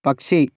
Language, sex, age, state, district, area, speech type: Malayalam, male, 30-45, Kerala, Kozhikode, urban, read